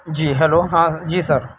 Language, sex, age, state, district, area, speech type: Urdu, male, 18-30, Delhi, Central Delhi, urban, spontaneous